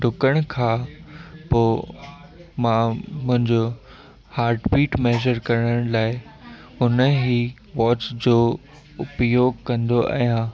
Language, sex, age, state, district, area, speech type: Sindhi, male, 18-30, Gujarat, Kutch, urban, spontaneous